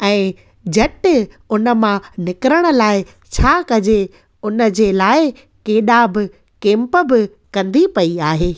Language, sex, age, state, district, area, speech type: Sindhi, female, 30-45, Gujarat, Junagadh, rural, spontaneous